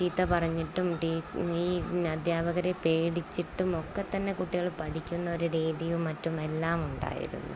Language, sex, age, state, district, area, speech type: Malayalam, female, 30-45, Kerala, Kozhikode, rural, spontaneous